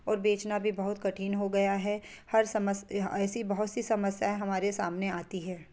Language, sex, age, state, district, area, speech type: Hindi, female, 30-45, Madhya Pradesh, Betul, urban, spontaneous